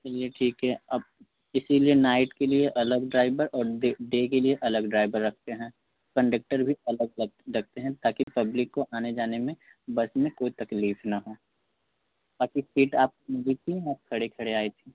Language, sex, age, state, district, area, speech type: Hindi, male, 18-30, Uttar Pradesh, Prayagraj, urban, conversation